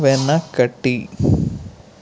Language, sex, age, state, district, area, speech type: Telugu, male, 18-30, Andhra Pradesh, Eluru, rural, read